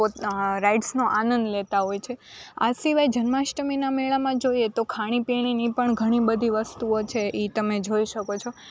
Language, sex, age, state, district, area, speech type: Gujarati, female, 18-30, Gujarat, Rajkot, rural, spontaneous